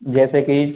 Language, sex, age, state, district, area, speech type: Hindi, male, 30-45, Madhya Pradesh, Gwalior, rural, conversation